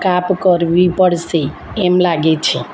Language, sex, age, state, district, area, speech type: Gujarati, female, 30-45, Gujarat, Kheda, rural, spontaneous